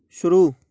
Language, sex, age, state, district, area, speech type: Hindi, male, 18-30, Madhya Pradesh, Gwalior, urban, read